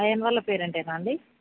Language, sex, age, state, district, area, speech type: Telugu, female, 45-60, Telangana, Hyderabad, urban, conversation